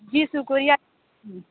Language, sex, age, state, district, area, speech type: Urdu, female, 30-45, Uttar Pradesh, Lucknow, urban, conversation